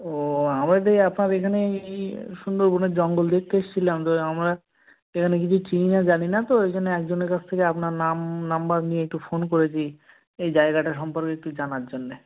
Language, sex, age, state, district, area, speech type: Bengali, male, 45-60, West Bengal, North 24 Parganas, rural, conversation